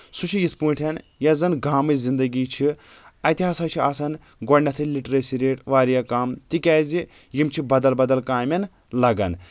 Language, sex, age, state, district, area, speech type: Kashmiri, male, 18-30, Jammu and Kashmir, Anantnag, rural, spontaneous